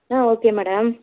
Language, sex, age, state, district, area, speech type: Tamil, female, 45-60, Tamil Nadu, Tiruvarur, rural, conversation